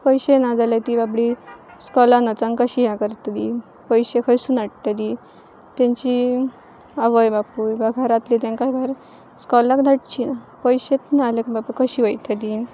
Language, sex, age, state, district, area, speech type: Goan Konkani, female, 18-30, Goa, Pernem, rural, spontaneous